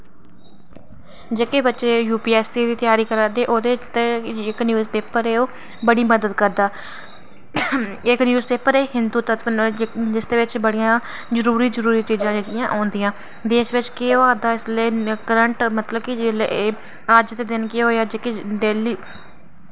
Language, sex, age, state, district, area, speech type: Dogri, female, 18-30, Jammu and Kashmir, Reasi, rural, spontaneous